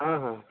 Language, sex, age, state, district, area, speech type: Maithili, male, 30-45, Bihar, Begusarai, urban, conversation